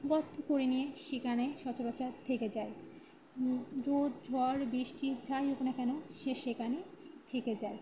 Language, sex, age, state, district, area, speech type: Bengali, female, 30-45, West Bengal, Birbhum, urban, spontaneous